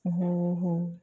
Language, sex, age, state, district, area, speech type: Marathi, female, 18-30, Maharashtra, Ahmednagar, urban, spontaneous